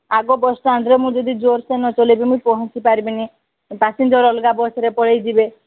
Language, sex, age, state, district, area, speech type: Odia, female, 30-45, Odisha, Sambalpur, rural, conversation